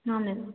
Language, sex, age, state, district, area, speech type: Odia, female, 60+, Odisha, Boudh, rural, conversation